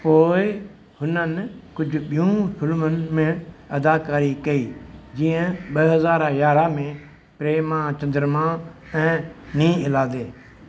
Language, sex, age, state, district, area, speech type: Sindhi, male, 60+, Maharashtra, Mumbai City, urban, read